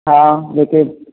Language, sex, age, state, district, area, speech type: Sindhi, female, 60+, Maharashtra, Thane, urban, conversation